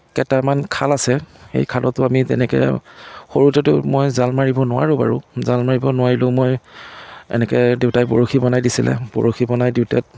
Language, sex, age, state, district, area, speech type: Assamese, male, 30-45, Assam, Biswanath, rural, spontaneous